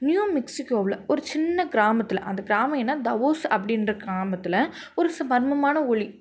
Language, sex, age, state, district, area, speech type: Tamil, female, 18-30, Tamil Nadu, Madurai, urban, spontaneous